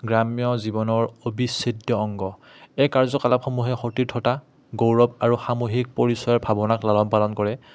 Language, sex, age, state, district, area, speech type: Assamese, male, 30-45, Assam, Udalguri, rural, spontaneous